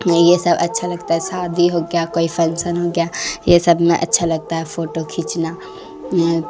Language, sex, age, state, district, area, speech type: Urdu, female, 18-30, Bihar, Khagaria, rural, spontaneous